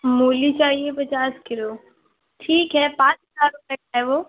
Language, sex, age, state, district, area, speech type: Urdu, female, 30-45, Uttar Pradesh, Lucknow, urban, conversation